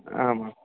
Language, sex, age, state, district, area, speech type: Sanskrit, male, 18-30, Karnataka, Gulbarga, urban, conversation